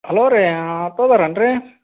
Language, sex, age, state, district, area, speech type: Kannada, male, 45-60, Karnataka, Gadag, rural, conversation